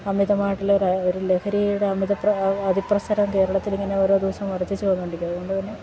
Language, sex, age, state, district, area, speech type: Malayalam, female, 45-60, Kerala, Idukki, rural, spontaneous